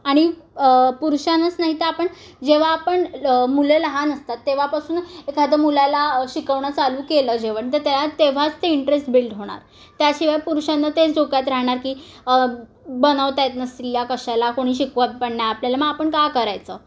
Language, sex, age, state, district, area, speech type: Marathi, female, 18-30, Maharashtra, Mumbai Suburban, urban, spontaneous